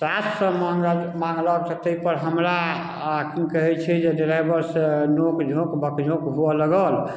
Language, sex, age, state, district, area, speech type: Maithili, male, 60+, Bihar, Darbhanga, rural, spontaneous